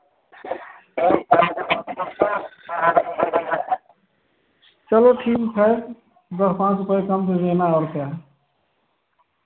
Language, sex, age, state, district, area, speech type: Hindi, male, 30-45, Uttar Pradesh, Prayagraj, rural, conversation